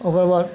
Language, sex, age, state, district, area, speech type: Maithili, male, 60+, Bihar, Madhepura, urban, spontaneous